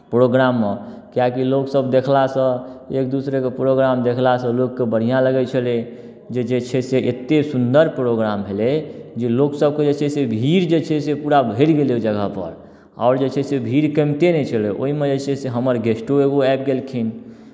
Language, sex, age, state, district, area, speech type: Maithili, male, 18-30, Bihar, Darbhanga, urban, spontaneous